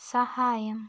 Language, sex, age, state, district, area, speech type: Malayalam, female, 45-60, Kerala, Wayanad, rural, read